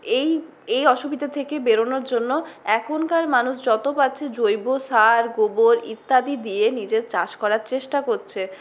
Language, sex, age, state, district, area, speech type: Bengali, female, 60+, West Bengal, Purulia, urban, spontaneous